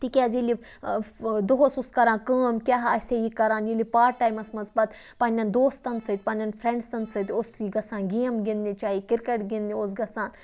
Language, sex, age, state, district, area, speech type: Kashmiri, female, 30-45, Jammu and Kashmir, Budgam, rural, spontaneous